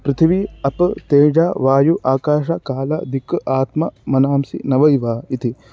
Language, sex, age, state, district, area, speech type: Sanskrit, male, 18-30, Karnataka, Shimoga, rural, spontaneous